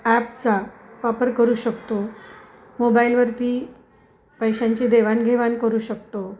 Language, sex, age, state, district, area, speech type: Marathi, female, 45-60, Maharashtra, Osmanabad, rural, spontaneous